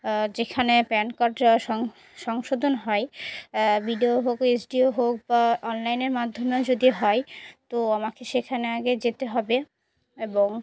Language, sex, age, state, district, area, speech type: Bengali, female, 18-30, West Bengal, Murshidabad, urban, spontaneous